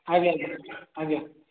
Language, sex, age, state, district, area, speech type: Odia, male, 45-60, Odisha, Khordha, rural, conversation